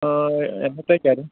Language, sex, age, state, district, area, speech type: Malayalam, male, 45-60, Kerala, Kottayam, rural, conversation